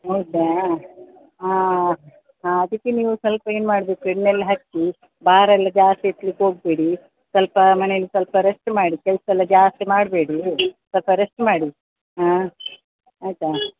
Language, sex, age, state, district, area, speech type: Kannada, female, 60+, Karnataka, Dakshina Kannada, rural, conversation